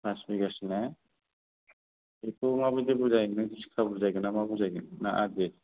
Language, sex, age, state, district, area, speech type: Bodo, male, 30-45, Assam, Udalguri, rural, conversation